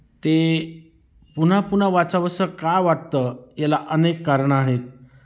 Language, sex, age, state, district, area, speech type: Marathi, male, 45-60, Maharashtra, Nashik, rural, spontaneous